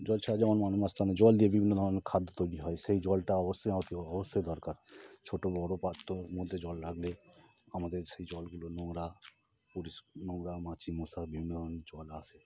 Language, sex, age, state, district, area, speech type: Bengali, male, 30-45, West Bengal, Howrah, urban, spontaneous